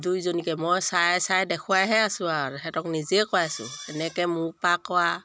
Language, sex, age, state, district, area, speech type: Assamese, female, 45-60, Assam, Sivasagar, rural, spontaneous